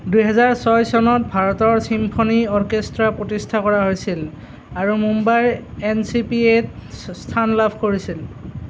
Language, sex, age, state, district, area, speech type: Assamese, male, 30-45, Assam, Nalbari, rural, read